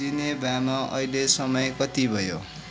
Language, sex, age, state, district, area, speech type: Nepali, male, 30-45, West Bengal, Kalimpong, rural, read